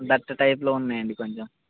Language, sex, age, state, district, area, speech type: Telugu, male, 18-30, Telangana, Khammam, urban, conversation